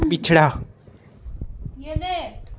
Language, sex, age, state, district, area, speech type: Dogri, male, 30-45, Jammu and Kashmir, Udhampur, rural, read